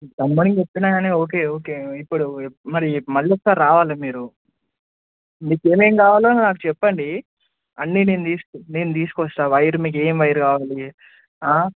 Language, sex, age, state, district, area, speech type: Telugu, male, 18-30, Telangana, Adilabad, urban, conversation